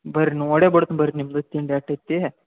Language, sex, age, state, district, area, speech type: Kannada, male, 30-45, Karnataka, Belgaum, rural, conversation